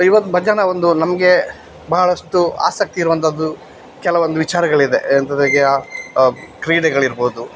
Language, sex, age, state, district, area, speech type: Kannada, male, 45-60, Karnataka, Dakshina Kannada, rural, spontaneous